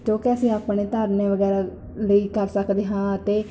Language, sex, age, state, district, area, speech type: Punjabi, female, 18-30, Punjab, Barnala, urban, spontaneous